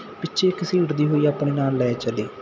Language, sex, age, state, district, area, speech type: Punjabi, male, 18-30, Punjab, Muktsar, rural, spontaneous